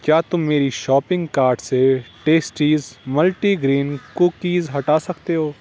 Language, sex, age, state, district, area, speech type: Urdu, male, 18-30, Jammu and Kashmir, Srinagar, urban, read